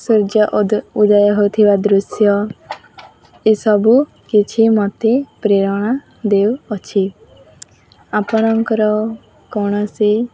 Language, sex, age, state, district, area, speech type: Odia, female, 18-30, Odisha, Nuapada, urban, spontaneous